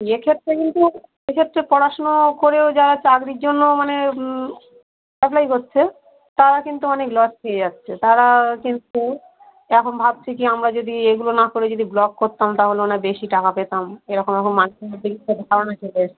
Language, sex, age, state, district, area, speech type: Bengali, female, 45-60, West Bengal, Dakshin Dinajpur, urban, conversation